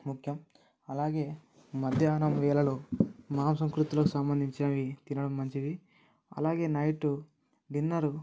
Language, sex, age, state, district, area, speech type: Telugu, male, 18-30, Telangana, Mancherial, rural, spontaneous